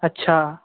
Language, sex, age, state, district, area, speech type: Sindhi, male, 18-30, Delhi, South Delhi, urban, conversation